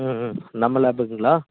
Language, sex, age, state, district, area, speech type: Tamil, male, 30-45, Tamil Nadu, Kallakurichi, rural, conversation